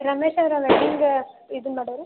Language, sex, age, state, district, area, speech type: Kannada, female, 18-30, Karnataka, Gadag, urban, conversation